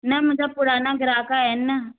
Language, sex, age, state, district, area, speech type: Sindhi, female, 18-30, Maharashtra, Thane, urban, conversation